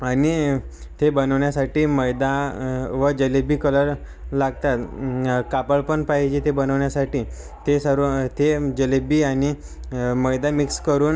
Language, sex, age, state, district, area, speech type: Marathi, male, 18-30, Maharashtra, Amravati, rural, spontaneous